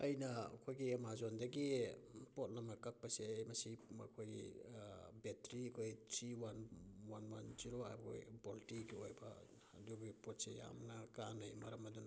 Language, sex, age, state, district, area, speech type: Manipuri, male, 30-45, Manipur, Thoubal, rural, spontaneous